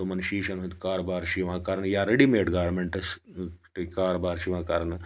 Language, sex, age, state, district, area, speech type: Kashmiri, male, 18-30, Jammu and Kashmir, Baramulla, rural, spontaneous